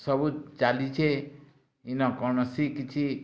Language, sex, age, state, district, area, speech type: Odia, male, 60+, Odisha, Bargarh, rural, spontaneous